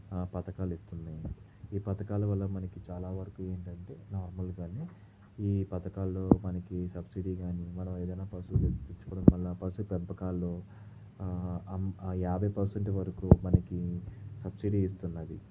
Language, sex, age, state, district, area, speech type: Telugu, male, 30-45, Andhra Pradesh, Krishna, urban, spontaneous